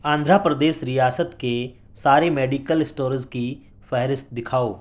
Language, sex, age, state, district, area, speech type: Urdu, male, 18-30, Delhi, North East Delhi, urban, read